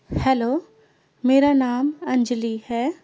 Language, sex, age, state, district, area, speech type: Urdu, female, 18-30, Delhi, Central Delhi, urban, spontaneous